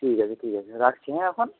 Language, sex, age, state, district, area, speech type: Bengali, male, 45-60, West Bengal, Purba Medinipur, rural, conversation